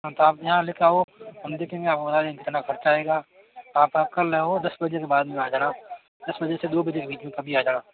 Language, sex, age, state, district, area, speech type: Hindi, male, 45-60, Rajasthan, Jodhpur, urban, conversation